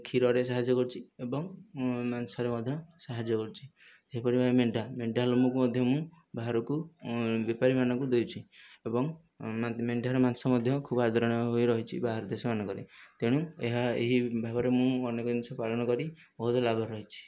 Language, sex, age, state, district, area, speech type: Odia, male, 30-45, Odisha, Nayagarh, rural, spontaneous